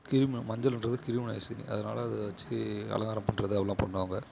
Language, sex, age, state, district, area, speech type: Tamil, male, 18-30, Tamil Nadu, Kallakurichi, rural, spontaneous